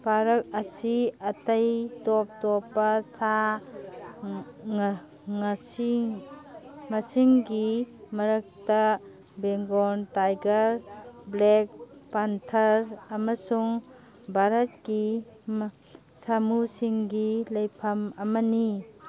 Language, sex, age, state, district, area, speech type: Manipuri, female, 45-60, Manipur, Kangpokpi, urban, read